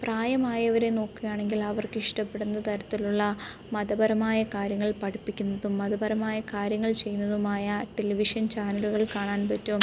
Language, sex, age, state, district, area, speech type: Malayalam, female, 18-30, Kerala, Pathanamthitta, urban, spontaneous